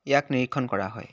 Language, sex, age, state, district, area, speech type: Assamese, male, 18-30, Assam, Dibrugarh, urban, spontaneous